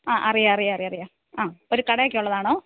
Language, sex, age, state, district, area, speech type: Malayalam, female, 45-60, Kerala, Idukki, rural, conversation